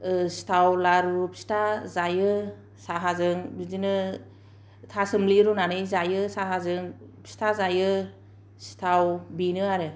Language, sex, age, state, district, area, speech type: Bodo, female, 45-60, Assam, Kokrajhar, urban, spontaneous